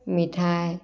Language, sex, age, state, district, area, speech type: Assamese, female, 45-60, Assam, Dhemaji, urban, spontaneous